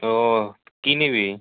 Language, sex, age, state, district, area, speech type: Bengali, male, 30-45, West Bengal, South 24 Parganas, rural, conversation